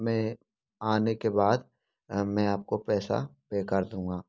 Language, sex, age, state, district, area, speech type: Hindi, male, 18-30, Rajasthan, Bharatpur, rural, spontaneous